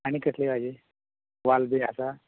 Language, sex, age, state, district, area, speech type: Goan Konkani, male, 45-60, Goa, Canacona, rural, conversation